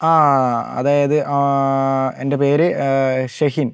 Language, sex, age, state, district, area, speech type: Malayalam, male, 30-45, Kerala, Wayanad, rural, spontaneous